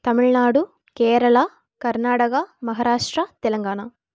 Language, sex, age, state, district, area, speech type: Tamil, female, 18-30, Tamil Nadu, Erode, rural, spontaneous